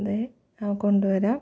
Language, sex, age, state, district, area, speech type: Malayalam, female, 30-45, Kerala, Thiruvananthapuram, rural, spontaneous